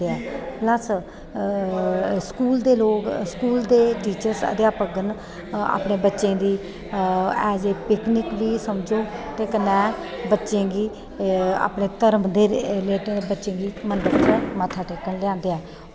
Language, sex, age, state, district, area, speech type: Dogri, female, 30-45, Jammu and Kashmir, Kathua, rural, spontaneous